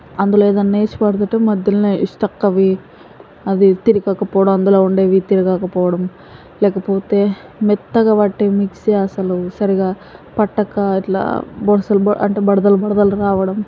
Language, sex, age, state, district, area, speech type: Telugu, female, 18-30, Telangana, Mahbubnagar, rural, spontaneous